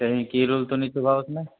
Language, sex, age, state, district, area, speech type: Urdu, male, 30-45, Uttar Pradesh, Gautam Buddha Nagar, urban, conversation